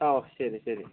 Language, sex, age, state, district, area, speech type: Malayalam, male, 45-60, Kerala, Idukki, rural, conversation